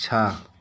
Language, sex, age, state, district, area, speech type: Hindi, male, 30-45, Uttar Pradesh, Mau, rural, read